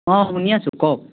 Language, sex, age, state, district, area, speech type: Assamese, male, 18-30, Assam, Majuli, urban, conversation